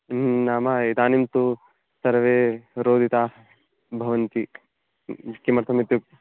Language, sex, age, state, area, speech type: Sanskrit, male, 18-30, Uttarakhand, urban, conversation